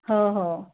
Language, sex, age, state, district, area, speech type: Marathi, female, 18-30, Maharashtra, Yavatmal, rural, conversation